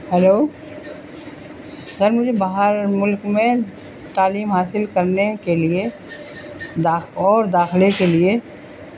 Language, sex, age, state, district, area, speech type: Urdu, female, 60+, Delhi, North East Delhi, urban, spontaneous